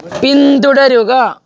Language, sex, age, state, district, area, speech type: Malayalam, male, 18-30, Kerala, Kasaragod, urban, read